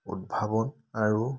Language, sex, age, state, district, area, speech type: Assamese, male, 30-45, Assam, Charaideo, urban, spontaneous